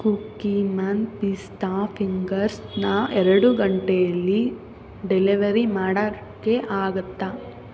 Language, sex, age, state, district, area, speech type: Kannada, female, 18-30, Karnataka, Mysore, urban, read